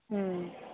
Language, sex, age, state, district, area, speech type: Telugu, female, 18-30, Andhra Pradesh, Nandyal, rural, conversation